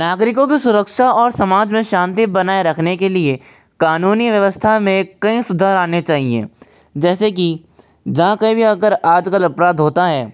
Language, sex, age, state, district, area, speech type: Hindi, male, 18-30, Rajasthan, Jaipur, urban, spontaneous